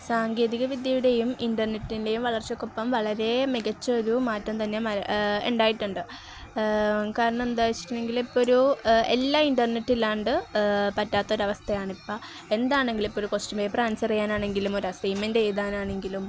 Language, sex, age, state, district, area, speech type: Malayalam, female, 18-30, Kerala, Kozhikode, rural, spontaneous